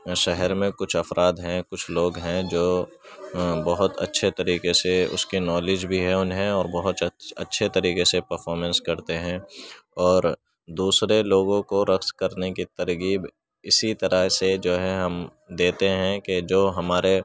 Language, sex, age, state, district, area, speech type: Urdu, male, 18-30, Uttar Pradesh, Gautam Buddha Nagar, urban, spontaneous